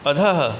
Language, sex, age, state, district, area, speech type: Sanskrit, male, 60+, Uttar Pradesh, Ghazipur, urban, read